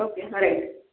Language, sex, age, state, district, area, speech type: Marathi, female, 45-60, Maharashtra, Yavatmal, urban, conversation